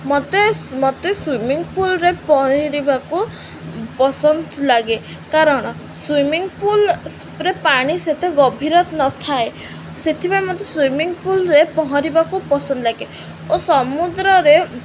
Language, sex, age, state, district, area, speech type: Odia, female, 18-30, Odisha, Sundergarh, urban, spontaneous